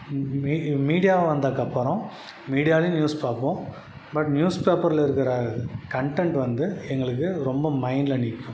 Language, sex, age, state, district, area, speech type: Tamil, male, 30-45, Tamil Nadu, Salem, urban, spontaneous